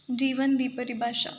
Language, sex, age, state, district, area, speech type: Punjabi, female, 18-30, Punjab, Kapurthala, urban, read